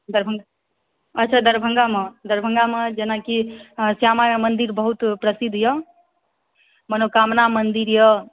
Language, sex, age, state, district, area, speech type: Maithili, female, 18-30, Bihar, Darbhanga, rural, conversation